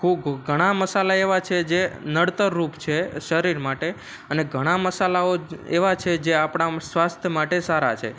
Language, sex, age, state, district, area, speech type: Gujarati, male, 18-30, Gujarat, Ahmedabad, urban, spontaneous